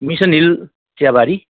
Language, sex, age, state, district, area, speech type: Nepali, male, 45-60, West Bengal, Jalpaiguri, rural, conversation